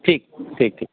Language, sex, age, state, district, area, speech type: Urdu, male, 18-30, Uttar Pradesh, Lucknow, urban, conversation